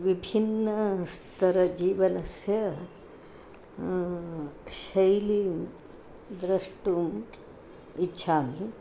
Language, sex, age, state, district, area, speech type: Sanskrit, female, 60+, Karnataka, Bangalore Urban, rural, spontaneous